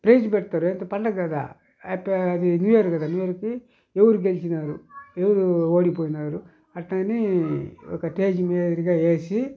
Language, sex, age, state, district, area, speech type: Telugu, male, 60+, Andhra Pradesh, Sri Balaji, rural, spontaneous